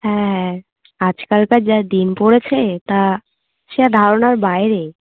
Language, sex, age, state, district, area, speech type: Bengali, female, 18-30, West Bengal, Darjeeling, urban, conversation